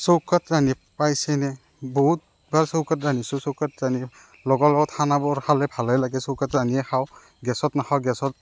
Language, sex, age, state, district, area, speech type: Assamese, male, 30-45, Assam, Morigaon, rural, spontaneous